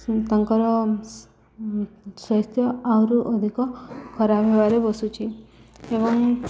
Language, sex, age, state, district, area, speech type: Odia, female, 30-45, Odisha, Subarnapur, urban, spontaneous